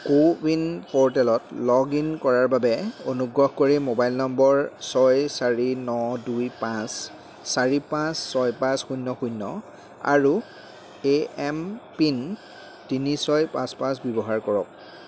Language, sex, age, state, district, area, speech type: Assamese, male, 30-45, Assam, Jorhat, rural, read